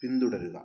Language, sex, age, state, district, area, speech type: Malayalam, male, 18-30, Kerala, Wayanad, rural, read